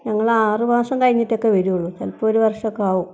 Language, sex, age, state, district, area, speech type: Malayalam, female, 60+, Kerala, Wayanad, rural, spontaneous